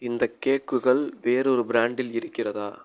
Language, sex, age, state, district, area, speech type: Tamil, male, 18-30, Tamil Nadu, Pudukkottai, rural, read